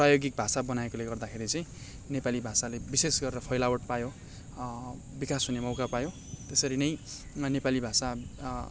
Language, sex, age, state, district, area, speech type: Nepali, male, 18-30, West Bengal, Darjeeling, rural, spontaneous